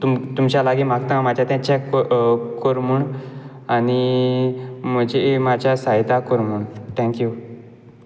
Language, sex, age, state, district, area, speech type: Goan Konkani, male, 18-30, Goa, Quepem, rural, spontaneous